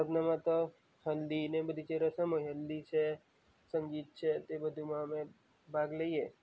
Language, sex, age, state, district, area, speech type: Gujarati, male, 18-30, Gujarat, Valsad, rural, spontaneous